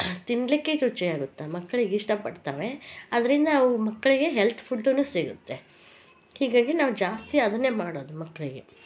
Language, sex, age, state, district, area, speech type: Kannada, female, 45-60, Karnataka, Koppal, rural, spontaneous